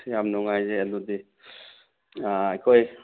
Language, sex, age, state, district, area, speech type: Manipuri, male, 60+, Manipur, Churachandpur, urban, conversation